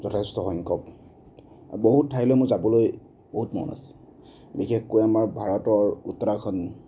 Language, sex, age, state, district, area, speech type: Assamese, male, 30-45, Assam, Nagaon, rural, spontaneous